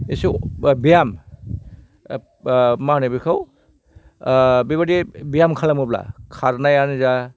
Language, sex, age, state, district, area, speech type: Bodo, male, 60+, Assam, Baksa, rural, spontaneous